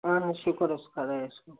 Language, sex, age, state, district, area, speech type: Kashmiri, male, 18-30, Jammu and Kashmir, Ganderbal, rural, conversation